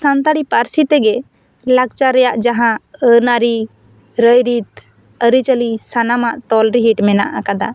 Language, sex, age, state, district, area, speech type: Santali, female, 18-30, West Bengal, Bankura, rural, spontaneous